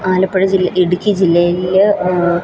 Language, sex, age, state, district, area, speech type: Malayalam, female, 30-45, Kerala, Alappuzha, rural, spontaneous